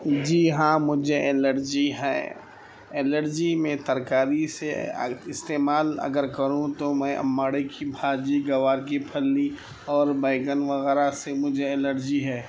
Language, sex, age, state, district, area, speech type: Urdu, male, 30-45, Telangana, Hyderabad, urban, spontaneous